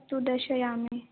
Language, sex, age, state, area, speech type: Sanskrit, female, 18-30, Assam, rural, conversation